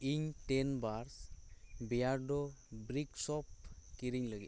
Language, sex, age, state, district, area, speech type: Santali, male, 18-30, West Bengal, Birbhum, rural, read